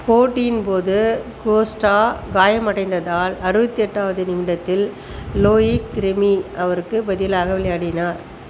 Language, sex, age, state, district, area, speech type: Tamil, female, 60+, Tamil Nadu, Chengalpattu, rural, read